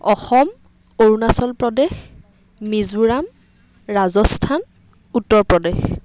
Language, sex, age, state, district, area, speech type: Assamese, female, 30-45, Assam, Dibrugarh, rural, spontaneous